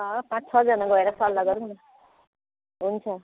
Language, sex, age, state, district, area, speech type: Nepali, female, 60+, West Bengal, Jalpaiguri, urban, conversation